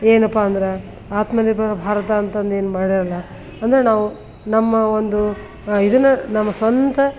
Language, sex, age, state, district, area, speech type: Kannada, female, 60+, Karnataka, Koppal, rural, spontaneous